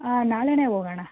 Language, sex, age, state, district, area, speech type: Kannada, female, 30-45, Karnataka, Bangalore Rural, rural, conversation